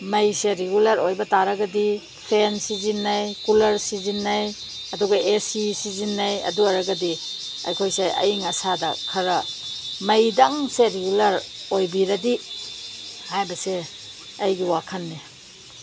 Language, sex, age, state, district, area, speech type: Manipuri, female, 60+, Manipur, Senapati, rural, spontaneous